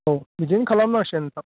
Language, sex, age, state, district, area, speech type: Bodo, male, 45-60, Assam, Baksa, rural, conversation